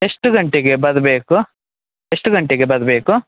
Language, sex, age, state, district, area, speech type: Kannada, male, 18-30, Karnataka, Shimoga, rural, conversation